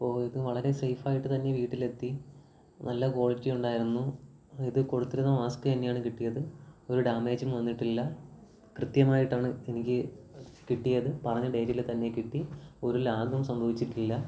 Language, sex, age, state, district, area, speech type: Malayalam, male, 18-30, Kerala, Kollam, rural, spontaneous